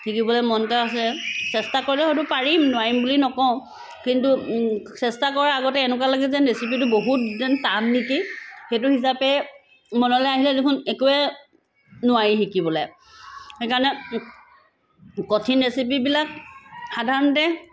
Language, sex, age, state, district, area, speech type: Assamese, female, 30-45, Assam, Sivasagar, rural, spontaneous